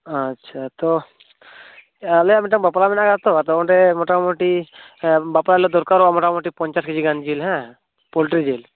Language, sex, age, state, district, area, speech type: Santali, male, 18-30, West Bengal, Purulia, rural, conversation